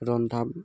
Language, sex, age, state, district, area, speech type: Assamese, male, 18-30, Assam, Tinsukia, rural, spontaneous